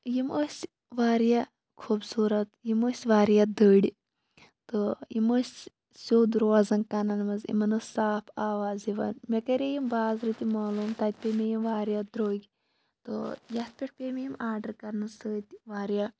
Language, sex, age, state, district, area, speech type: Kashmiri, female, 18-30, Jammu and Kashmir, Kulgam, rural, spontaneous